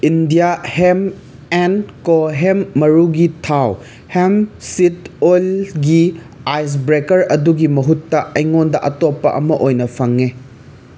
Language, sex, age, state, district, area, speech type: Manipuri, male, 45-60, Manipur, Imphal East, urban, read